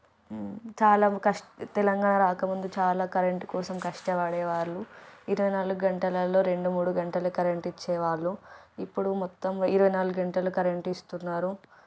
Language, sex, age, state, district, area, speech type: Telugu, female, 18-30, Telangana, Nirmal, rural, spontaneous